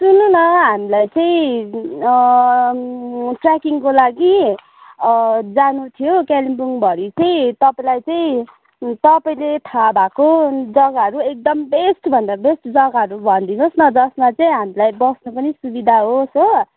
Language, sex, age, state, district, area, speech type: Nepali, female, 18-30, West Bengal, Kalimpong, rural, conversation